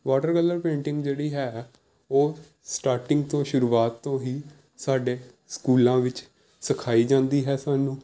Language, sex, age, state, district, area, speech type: Punjabi, male, 18-30, Punjab, Pathankot, urban, spontaneous